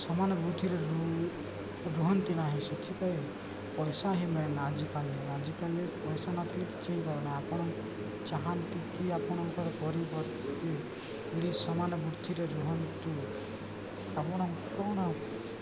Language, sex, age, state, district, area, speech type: Odia, male, 18-30, Odisha, Koraput, urban, spontaneous